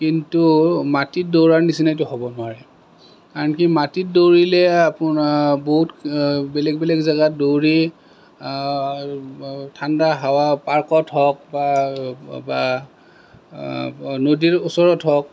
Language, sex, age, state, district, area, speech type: Assamese, male, 30-45, Assam, Kamrup Metropolitan, urban, spontaneous